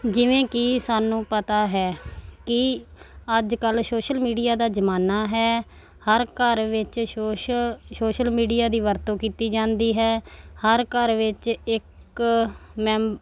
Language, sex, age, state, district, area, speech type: Punjabi, female, 30-45, Punjab, Muktsar, urban, spontaneous